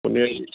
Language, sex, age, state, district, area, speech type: Sindhi, male, 60+, Delhi, South Delhi, urban, conversation